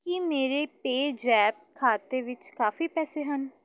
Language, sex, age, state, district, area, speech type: Punjabi, female, 18-30, Punjab, Gurdaspur, urban, read